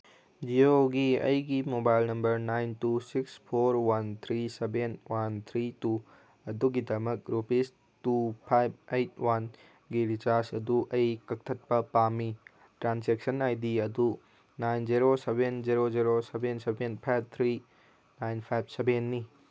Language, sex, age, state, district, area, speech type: Manipuri, male, 18-30, Manipur, Kangpokpi, urban, read